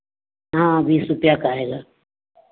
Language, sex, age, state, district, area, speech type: Hindi, female, 60+, Uttar Pradesh, Varanasi, rural, conversation